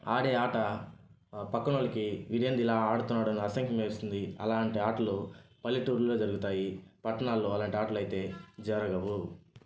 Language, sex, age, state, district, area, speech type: Telugu, male, 18-30, Andhra Pradesh, Sri Balaji, rural, spontaneous